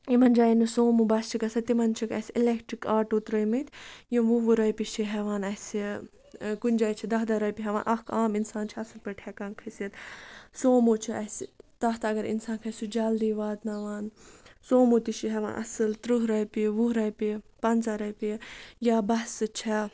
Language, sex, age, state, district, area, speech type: Kashmiri, female, 45-60, Jammu and Kashmir, Ganderbal, rural, spontaneous